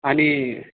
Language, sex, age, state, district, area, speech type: Marathi, male, 18-30, Maharashtra, Nanded, rural, conversation